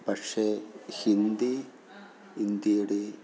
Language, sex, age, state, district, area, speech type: Malayalam, male, 45-60, Kerala, Thiruvananthapuram, rural, spontaneous